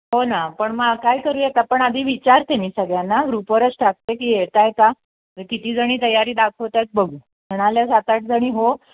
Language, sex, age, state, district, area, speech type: Marathi, female, 60+, Maharashtra, Nashik, urban, conversation